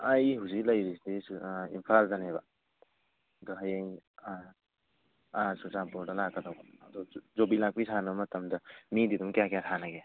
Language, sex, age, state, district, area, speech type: Manipuri, male, 45-60, Manipur, Churachandpur, rural, conversation